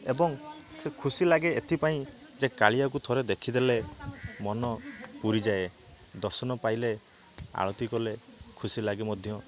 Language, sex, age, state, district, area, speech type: Odia, male, 30-45, Odisha, Balasore, rural, spontaneous